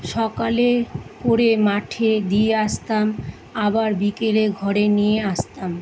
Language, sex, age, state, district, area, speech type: Bengali, female, 45-60, West Bengal, Kolkata, urban, spontaneous